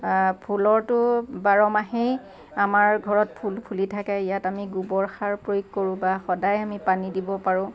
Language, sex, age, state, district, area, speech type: Assamese, female, 45-60, Assam, Lakhimpur, rural, spontaneous